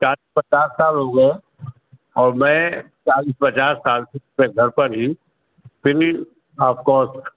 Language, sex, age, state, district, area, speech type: Urdu, male, 60+, Uttar Pradesh, Rampur, urban, conversation